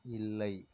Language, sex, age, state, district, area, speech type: Tamil, female, 18-30, Tamil Nadu, Dharmapuri, rural, read